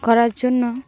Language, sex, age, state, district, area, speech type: Bengali, female, 18-30, West Bengal, Cooch Behar, urban, spontaneous